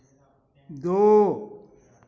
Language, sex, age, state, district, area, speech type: Hindi, male, 60+, Bihar, Madhepura, rural, read